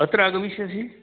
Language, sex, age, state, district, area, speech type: Sanskrit, male, 60+, Uttar Pradesh, Ghazipur, urban, conversation